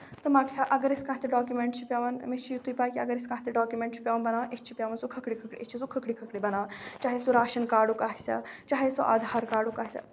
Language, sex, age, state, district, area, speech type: Kashmiri, female, 18-30, Jammu and Kashmir, Shopian, urban, spontaneous